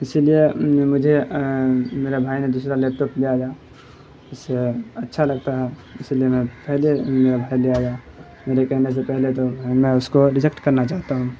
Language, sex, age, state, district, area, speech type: Urdu, male, 18-30, Bihar, Saharsa, rural, spontaneous